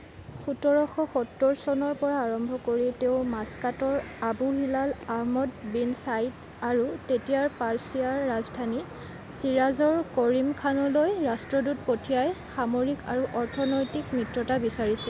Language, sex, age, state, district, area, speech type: Assamese, female, 18-30, Assam, Kamrup Metropolitan, urban, read